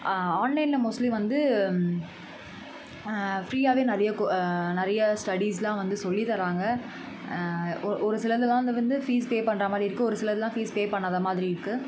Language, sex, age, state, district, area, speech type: Tamil, female, 18-30, Tamil Nadu, Chennai, urban, spontaneous